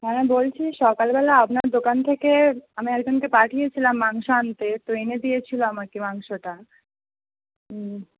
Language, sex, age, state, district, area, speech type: Bengali, female, 18-30, West Bengal, Howrah, urban, conversation